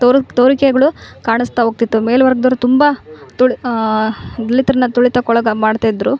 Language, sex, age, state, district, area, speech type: Kannada, female, 18-30, Karnataka, Vijayanagara, rural, spontaneous